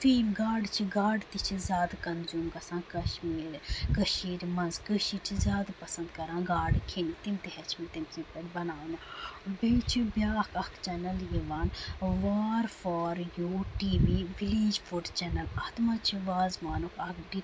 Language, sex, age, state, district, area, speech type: Kashmiri, female, 18-30, Jammu and Kashmir, Ganderbal, rural, spontaneous